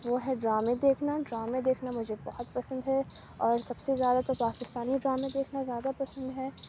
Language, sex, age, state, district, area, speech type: Urdu, female, 45-60, Uttar Pradesh, Aligarh, urban, spontaneous